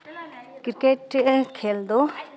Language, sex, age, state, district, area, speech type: Santali, female, 30-45, Jharkhand, East Singhbhum, rural, spontaneous